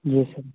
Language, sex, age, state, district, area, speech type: Urdu, male, 30-45, Bihar, Araria, urban, conversation